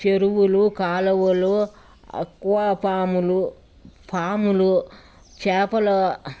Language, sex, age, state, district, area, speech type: Telugu, female, 60+, Telangana, Ranga Reddy, rural, spontaneous